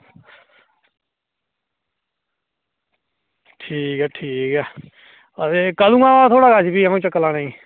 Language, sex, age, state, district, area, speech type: Dogri, male, 30-45, Jammu and Kashmir, Reasi, rural, conversation